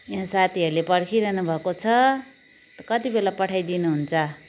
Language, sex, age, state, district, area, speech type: Nepali, female, 30-45, West Bengal, Darjeeling, rural, spontaneous